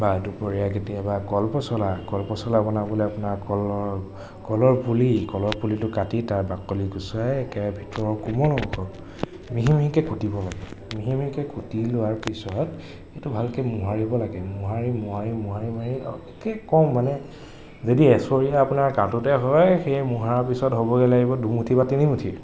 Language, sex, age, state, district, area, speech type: Assamese, male, 18-30, Assam, Nagaon, rural, spontaneous